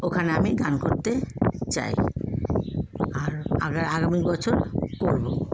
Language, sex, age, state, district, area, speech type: Bengali, female, 30-45, West Bengal, Howrah, urban, spontaneous